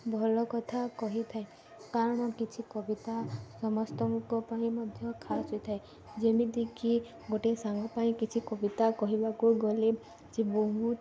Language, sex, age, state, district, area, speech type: Odia, female, 18-30, Odisha, Balangir, urban, spontaneous